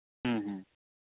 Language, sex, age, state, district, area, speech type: Santali, male, 30-45, Jharkhand, East Singhbhum, rural, conversation